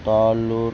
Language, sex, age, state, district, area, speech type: Telugu, male, 30-45, Andhra Pradesh, Bapatla, rural, spontaneous